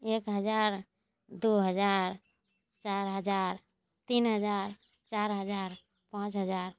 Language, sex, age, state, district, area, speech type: Maithili, female, 60+, Bihar, Araria, rural, spontaneous